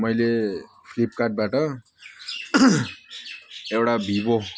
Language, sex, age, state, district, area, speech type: Nepali, male, 30-45, West Bengal, Jalpaiguri, urban, spontaneous